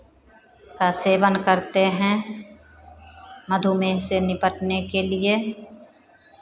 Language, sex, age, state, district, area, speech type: Hindi, female, 45-60, Bihar, Begusarai, rural, spontaneous